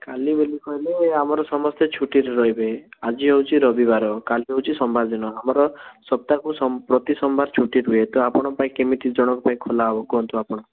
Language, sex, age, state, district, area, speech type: Odia, male, 18-30, Odisha, Rayagada, urban, conversation